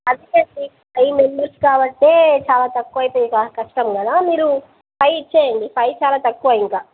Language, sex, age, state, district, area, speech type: Telugu, female, 18-30, Telangana, Wanaparthy, urban, conversation